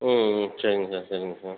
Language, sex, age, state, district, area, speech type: Tamil, male, 30-45, Tamil Nadu, Ariyalur, rural, conversation